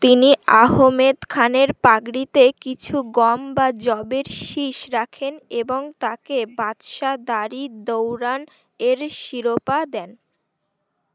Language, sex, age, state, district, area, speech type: Bengali, female, 18-30, West Bengal, Uttar Dinajpur, urban, read